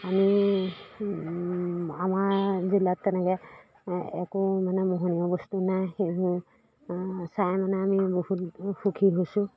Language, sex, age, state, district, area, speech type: Assamese, female, 45-60, Assam, Majuli, urban, spontaneous